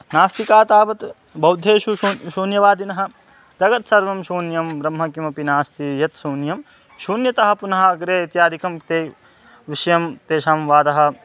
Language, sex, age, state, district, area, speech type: Sanskrit, male, 18-30, Bihar, Madhubani, rural, spontaneous